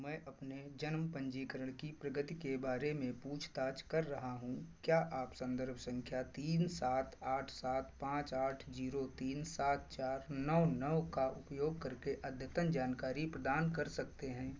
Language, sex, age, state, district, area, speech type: Hindi, male, 45-60, Uttar Pradesh, Sitapur, rural, read